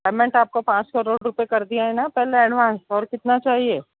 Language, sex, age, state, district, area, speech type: Hindi, female, 45-60, Rajasthan, Jodhpur, urban, conversation